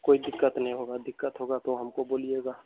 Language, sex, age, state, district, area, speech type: Hindi, male, 18-30, Bihar, Begusarai, urban, conversation